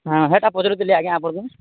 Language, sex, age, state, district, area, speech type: Odia, male, 45-60, Odisha, Nuapada, urban, conversation